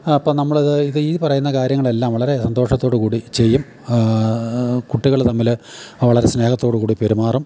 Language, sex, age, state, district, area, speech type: Malayalam, male, 60+, Kerala, Idukki, rural, spontaneous